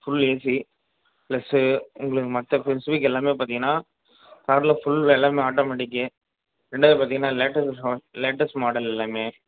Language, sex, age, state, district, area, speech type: Tamil, male, 30-45, Tamil Nadu, Kallakurichi, urban, conversation